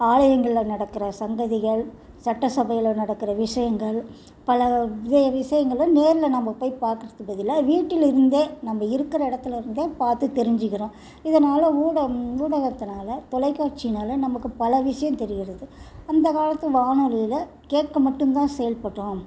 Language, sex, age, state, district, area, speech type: Tamil, female, 60+, Tamil Nadu, Salem, rural, spontaneous